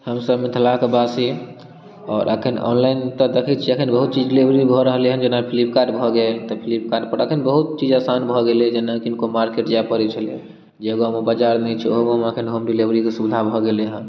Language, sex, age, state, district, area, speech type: Maithili, male, 18-30, Bihar, Darbhanga, rural, spontaneous